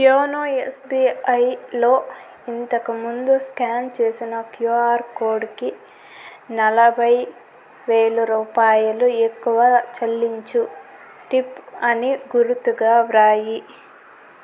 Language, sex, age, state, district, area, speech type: Telugu, female, 18-30, Andhra Pradesh, Chittoor, urban, read